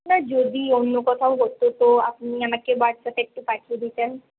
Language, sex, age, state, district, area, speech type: Bengali, female, 18-30, West Bengal, Paschim Bardhaman, urban, conversation